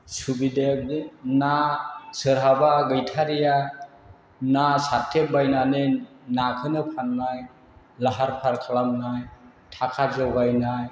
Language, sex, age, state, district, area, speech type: Bodo, male, 60+, Assam, Chirang, rural, spontaneous